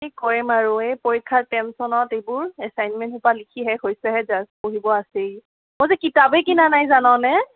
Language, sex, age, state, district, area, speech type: Assamese, female, 18-30, Assam, Kamrup Metropolitan, urban, conversation